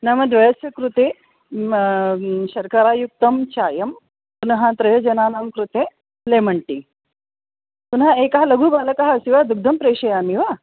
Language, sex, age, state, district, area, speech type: Sanskrit, female, 45-60, Maharashtra, Nagpur, urban, conversation